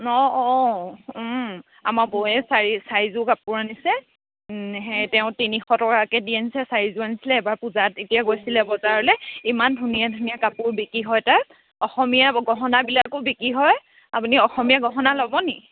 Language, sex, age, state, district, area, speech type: Assamese, female, 30-45, Assam, Charaideo, rural, conversation